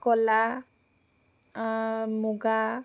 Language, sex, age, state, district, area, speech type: Assamese, female, 18-30, Assam, Sivasagar, urban, spontaneous